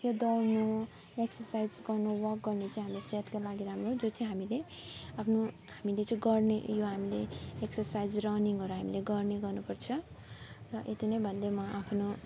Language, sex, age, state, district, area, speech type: Nepali, female, 30-45, West Bengal, Alipurduar, rural, spontaneous